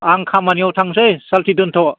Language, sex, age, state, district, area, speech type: Bodo, male, 60+, Assam, Baksa, urban, conversation